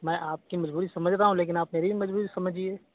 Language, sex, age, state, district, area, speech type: Urdu, male, 30-45, Uttar Pradesh, Shahjahanpur, urban, conversation